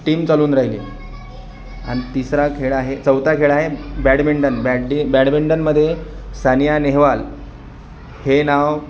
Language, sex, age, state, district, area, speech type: Marathi, male, 18-30, Maharashtra, Akola, rural, spontaneous